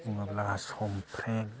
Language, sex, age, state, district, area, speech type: Bodo, male, 18-30, Assam, Baksa, rural, spontaneous